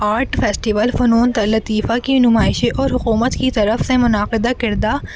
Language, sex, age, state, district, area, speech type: Urdu, female, 18-30, Delhi, North East Delhi, urban, spontaneous